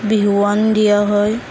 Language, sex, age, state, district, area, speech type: Assamese, female, 30-45, Assam, Darrang, rural, spontaneous